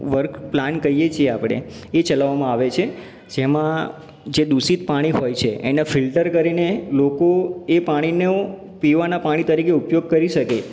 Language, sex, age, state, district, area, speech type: Gujarati, male, 30-45, Gujarat, Ahmedabad, urban, spontaneous